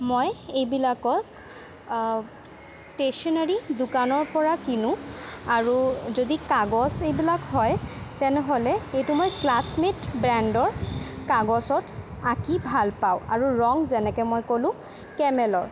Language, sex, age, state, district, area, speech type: Assamese, female, 18-30, Assam, Kamrup Metropolitan, urban, spontaneous